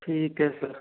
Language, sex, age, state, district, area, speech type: Hindi, male, 45-60, Rajasthan, Karauli, rural, conversation